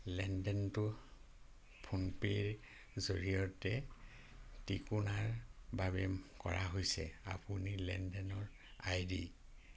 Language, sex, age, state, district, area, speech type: Assamese, male, 60+, Assam, Dhemaji, rural, read